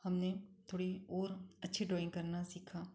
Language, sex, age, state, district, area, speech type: Hindi, female, 45-60, Madhya Pradesh, Ujjain, rural, spontaneous